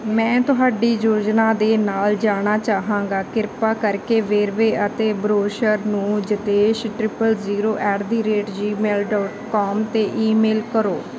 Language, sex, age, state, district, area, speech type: Punjabi, female, 30-45, Punjab, Bathinda, rural, read